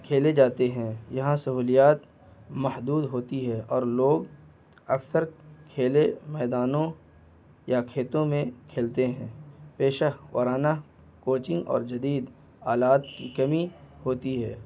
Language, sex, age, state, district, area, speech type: Urdu, male, 18-30, Bihar, Gaya, urban, spontaneous